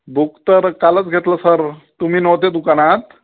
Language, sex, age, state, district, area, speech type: Marathi, male, 30-45, Maharashtra, Amravati, rural, conversation